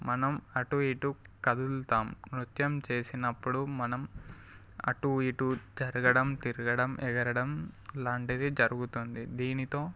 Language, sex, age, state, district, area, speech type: Telugu, male, 18-30, Telangana, Sangareddy, urban, spontaneous